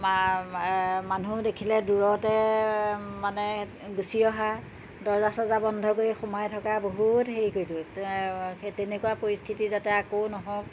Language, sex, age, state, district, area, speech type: Assamese, female, 60+, Assam, Jorhat, urban, spontaneous